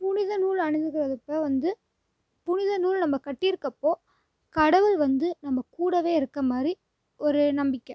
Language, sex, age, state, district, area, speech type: Tamil, female, 18-30, Tamil Nadu, Tiruchirappalli, rural, spontaneous